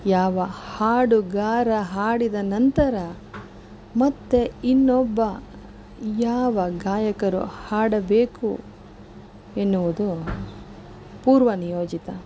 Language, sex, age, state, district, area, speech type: Kannada, female, 45-60, Karnataka, Mysore, urban, spontaneous